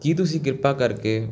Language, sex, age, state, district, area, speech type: Punjabi, male, 18-30, Punjab, Hoshiarpur, urban, read